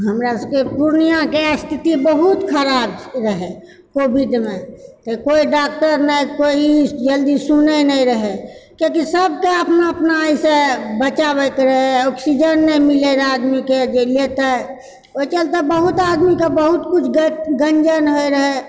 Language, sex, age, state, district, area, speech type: Maithili, female, 60+, Bihar, Purnia, rural, spontaneous